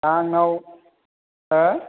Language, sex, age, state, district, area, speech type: Bodo, male, 18-30, Assam, Chirang, urban, conversation